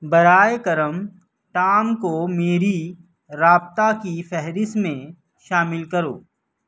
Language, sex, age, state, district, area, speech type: Urdu, male, 45-60, Telangana, Hyderabad, urban, read